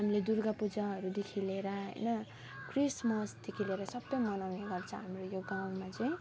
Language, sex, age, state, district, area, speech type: Nepali, female, 30-45, West Bengal, Alipurduar, rural, spontaneous